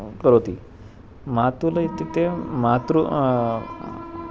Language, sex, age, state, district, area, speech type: Sanskrit, male, 18-30, Maharashtra, Nagpur, urban, spontaneous